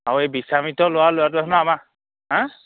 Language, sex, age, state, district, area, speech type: Assamese, male, 18-30, Assam, Majuli, urban, conversation